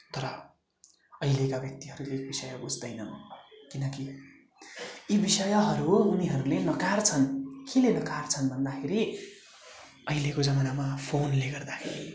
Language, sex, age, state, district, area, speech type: Nepali, male, 18-30, West Bengal, Darjeeling, rural, spontaneous